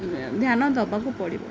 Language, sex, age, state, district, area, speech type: Odia, female, 18-30, Odisha, Jagatsinghpur, rural, spontaneous